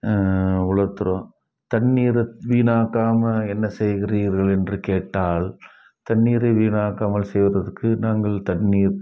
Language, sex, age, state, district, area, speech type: Tamil, male, 60+, Tamil Nadu, Krishnagiri, rural, spontaneous